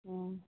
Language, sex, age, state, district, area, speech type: Bengali, female, 45-60, West Bengal, Dakshin Dinajpur, urban, conversation